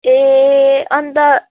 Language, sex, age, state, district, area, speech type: Nepali, female, 18-30, West Bengal, Jalpaiguri, urban, conversation